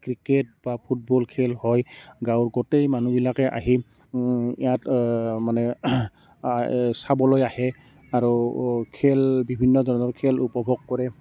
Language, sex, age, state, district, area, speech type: Assamese, male, 30-45, Assam, Barpeta, rural, spontaneous